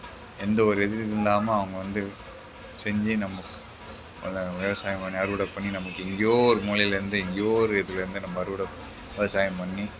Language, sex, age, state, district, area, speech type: Tamil, male, 60+, Tamil Nadu, Tiruvarur, rural, spontaneous